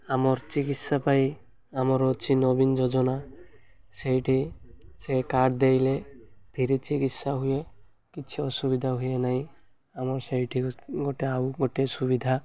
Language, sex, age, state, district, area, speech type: Odia, male, 18-30, Odisha, Malkangiri, urban, spontaneous